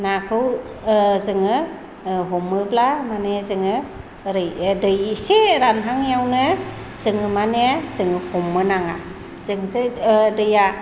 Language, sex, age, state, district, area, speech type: Bodo, female, 45-60, Assam, Chirang, rural, spontaneous